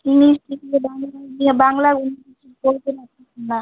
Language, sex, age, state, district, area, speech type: Bengali, female, 45-60, West Bengal, Alipurduar, rural, conversation